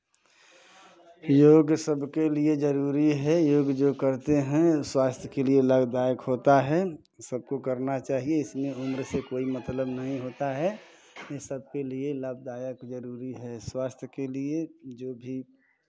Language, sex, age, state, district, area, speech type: Hindi, male, 45-60, Uttar Pradesh, Chandauli, urban, spontaneous